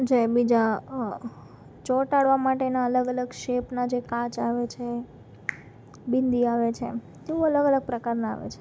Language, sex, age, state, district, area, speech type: Gujarati, female, 30-45, Gujarat, Rajkot, urban, spontaneous